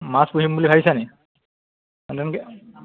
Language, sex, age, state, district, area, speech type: Assamese, male, 18-30, Assam, Majuli, urban, conversation